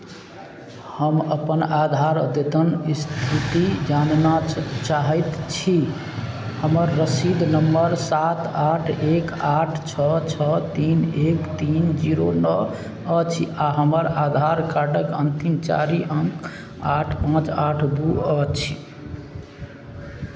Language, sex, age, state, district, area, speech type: Maithili, male, 45-60, Bihar, Madhubani, rural, read